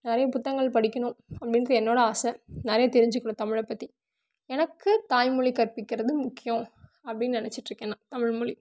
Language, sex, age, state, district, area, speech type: Tamil, female, 18-30, Tamil Nadu, Karur, rural, spontaneous